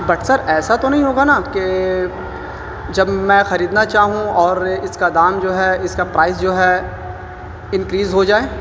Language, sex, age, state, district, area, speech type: Urdu, male, 18-30, Bihar, Gaya, urban, spontaneous